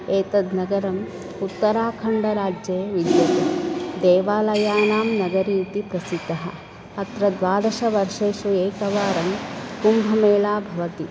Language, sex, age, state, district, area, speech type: Sanskrit, female, 45-60, Karnataka, Bangalore Urban, urban, spontaneous